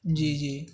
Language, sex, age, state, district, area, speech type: Urdu, male, 18-30, Uttar Pradesh, Saharanpur, urban, spontaneous